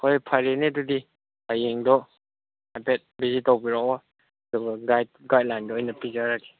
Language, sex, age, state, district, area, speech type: Manipuri, male, 18-30, Manipur, Senapati, rural, conversation